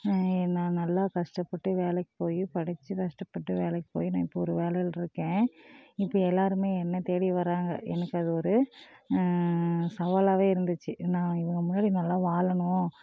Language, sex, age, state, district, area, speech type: Tamil, female, 30-45, Tamil Nadu, Namakkal, rural, spontaneous